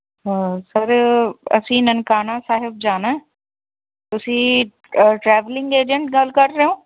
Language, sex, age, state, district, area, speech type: Punjabi, female, 18-30, Punjab, Muktsar, rural, conversation